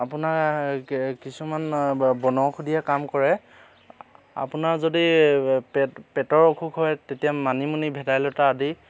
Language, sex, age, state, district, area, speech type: Assamese, male, 30-45, Assam, Dhemaji, urban, spontaneous